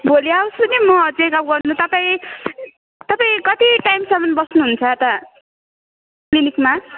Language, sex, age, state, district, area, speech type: Nepali, female, 18-30, West Bengal, Alipurduar, urban, conversation